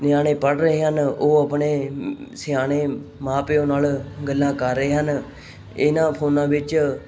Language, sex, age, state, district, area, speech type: Punjabi, male, 18-30, Punjab, Hoshiarpur, rural, spontaneous